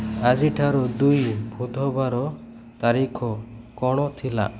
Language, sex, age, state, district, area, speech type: Odia, male, 30-45, Odisha, Malkangiri, urban, read